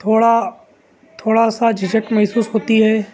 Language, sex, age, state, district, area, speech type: Urdu, male, 18-30, Telangana, Hyderabad, urban, spontaneous